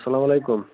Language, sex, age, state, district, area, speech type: Kashmiri, male, 30-45, Jammu and Kashmir, Budgam, rural, conversation